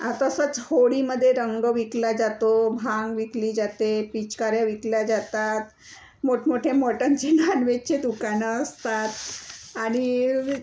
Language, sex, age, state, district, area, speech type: Marathi, female, 60+, Maharashtra, Nagpur, urban, spontaneous